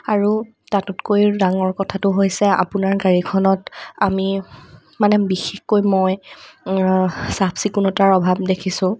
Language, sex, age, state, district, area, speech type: Assamese, female, 18-30, Assam, Sonitpur, rural, spontaneous